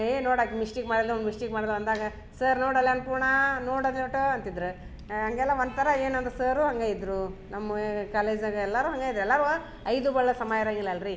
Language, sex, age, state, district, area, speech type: Kannada, female, 30-45, Karnataka, Dharwad, urban, spontaneous